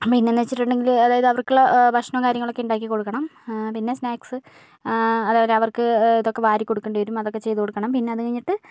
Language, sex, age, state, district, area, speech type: Malayalam, female, 30-45, Kerala, Kozhikode, urban, spontaneous